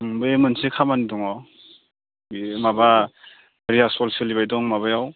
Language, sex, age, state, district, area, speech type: Bodo, male, 18-30, Assam, Baksa, rural, conversation